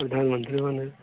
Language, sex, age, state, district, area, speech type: Maithili, male, 30-45, Bihar, Sitamarhi, rural, conversation